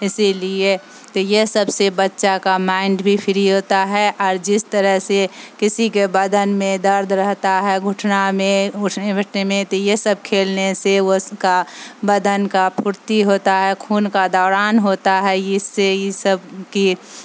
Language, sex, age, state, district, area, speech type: Urdu, female, 45-60, Bihar, Supaul, rural, spontaneous